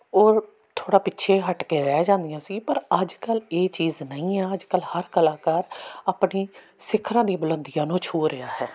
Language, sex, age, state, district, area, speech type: Punjabi, female, 45-60, Punjab, Amritsar, urban, spontaneous